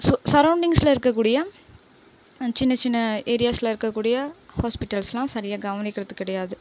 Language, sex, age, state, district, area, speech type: Tamil, female, 30-45, Tamil Nadu, Viluppuram, rural, spontaneous